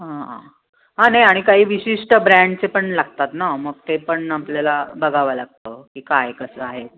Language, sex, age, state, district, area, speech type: Marathi, female, 45-60, Maharashtra, Nashik, urban, conversation